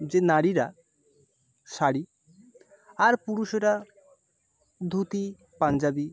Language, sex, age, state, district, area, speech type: Bengali, male, 30-45, West Bengal, North 24 Parganas, urban, spontaneous